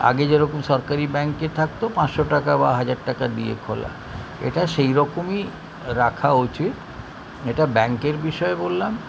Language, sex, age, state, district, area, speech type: Bengali, male, 60+, West Bengal, Kolkata, urban, spontaneous